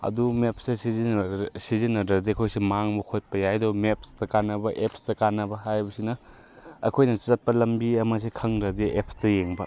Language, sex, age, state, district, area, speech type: Manipuri, male, 18-30, Manipur, Chandel, rural, spontaneous